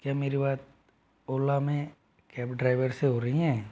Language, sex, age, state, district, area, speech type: Hindi, male, 45-60, Rajasthan, Jodhpur, urban, spontaneous